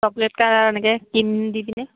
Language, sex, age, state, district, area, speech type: Assamese, female, 30-45, Assam, Sivasagar, rural, conversation